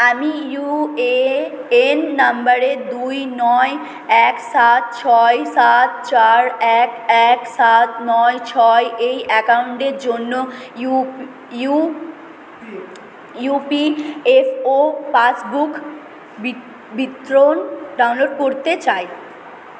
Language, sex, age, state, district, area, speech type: Bengali, female, 18-30, West Bengal, Purba Bardhaman, urban, read